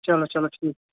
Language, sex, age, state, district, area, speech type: Kashmiri, male, 18-30, Jammu and Kashmir, Kupwara, rural, conversation